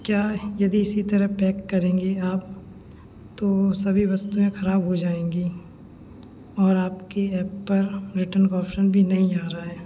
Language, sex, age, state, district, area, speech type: Hindi, male, 18-30, Madhya Pradesh, Hoshangabad, rural, spontaneous